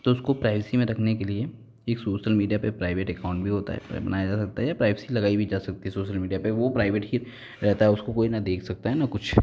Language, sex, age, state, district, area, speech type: Hindi, male, 45-60, Uttar Pradesh, Lucknow, rural, spontaneous